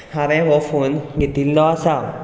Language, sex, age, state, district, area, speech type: Goan Konkani, male, 18-30, Goa, Bardez, urban, spontaneous